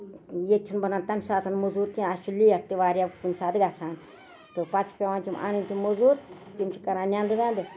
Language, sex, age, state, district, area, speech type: Kashmiri, female, 60+, Jammu and Kashmir, Ganderbal, rural, spontaneous